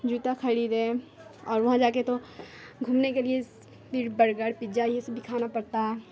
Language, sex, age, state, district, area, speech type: Urdu, female, 18-30, Bihar, Khagaria, rural, spontaneous